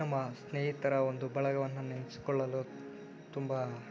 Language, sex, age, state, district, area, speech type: Kannada, male, 30-45, Karnataka, Chikkaballapur, rural, spontaneous